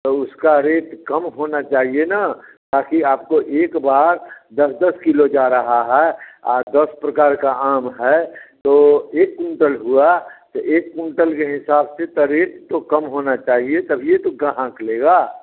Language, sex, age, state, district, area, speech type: Hindi, male, 60+, Bihar, Samastipur, rural, conversation